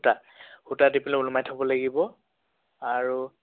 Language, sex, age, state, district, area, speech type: Assamese, male, 18-30, Assam, Tinsukia, urban, conversation